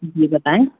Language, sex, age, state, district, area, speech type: Hindi, male, 60+, Madhya Pradesh, Bhopal, urban, conversation